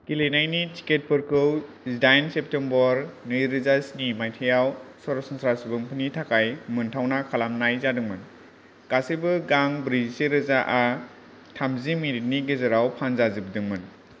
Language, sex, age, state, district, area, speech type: Bodo, male, 18-30, Assam, Kokrajhar, rural, read